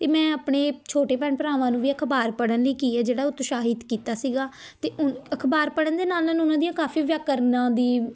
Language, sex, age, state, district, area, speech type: Punjabi, female, 18-30, Punjab, Patiala, urban, spontaneous